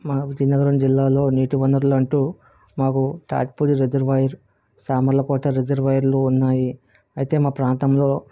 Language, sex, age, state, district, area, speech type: Telugu, male, 18-30, Andhra Pradesh, Vizianagaram, rural, spontaneous